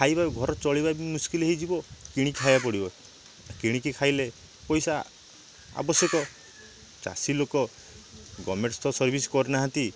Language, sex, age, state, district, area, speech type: Odia, male, 30-45, Odisha, Balasore, rural, spontaneous